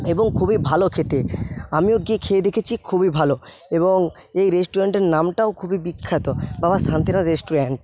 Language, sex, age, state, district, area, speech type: Bengali, male, 18-30, West Bengal, Paschim Medinipur, rural, spontaneous